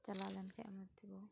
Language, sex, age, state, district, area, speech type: Santali, female, 18-30, West Bengal, Uttar Dinajpur, rural, spontaneous